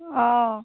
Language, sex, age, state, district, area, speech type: Assamese, female, 30-45, Assam, Barpeta, rural, conversation